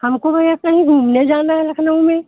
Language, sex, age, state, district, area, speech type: Hindi, female, 60+, Uttar Pradesh, Lucknow, rural, conversation